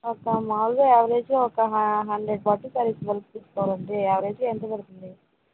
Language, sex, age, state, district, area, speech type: Telugu, female, 18-30, Andhra Pradesh, Kadapa, rural, conversation